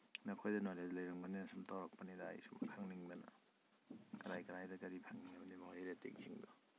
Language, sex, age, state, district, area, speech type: Manipuri, male, 30-45, Manipur, Kakching, rural, spontaneous